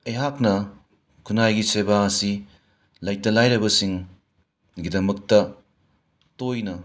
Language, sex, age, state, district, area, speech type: Manipuri, male, 60+, Manipur, Imphal West, urban, spontaneous